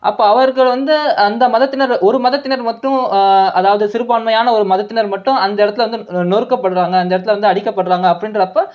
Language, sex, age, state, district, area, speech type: Tamil, male, 30-45, Tamil Nadu, Cuddalore, urban, spontaneous